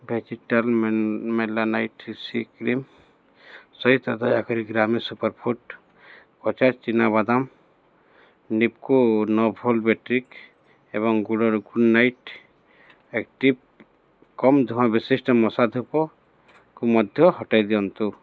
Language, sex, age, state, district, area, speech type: Odia, male, 45-60, Odisha, Balangir, urban, read